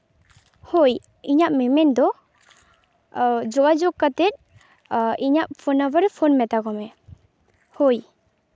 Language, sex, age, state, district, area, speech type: Santali, female, 18-30, West Bengal, Jhargram, rural, spontaneous